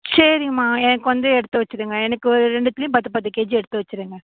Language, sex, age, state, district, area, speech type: Tamil, female, 18-30, Tamil Nadu, Tiruvarur, urban, conversation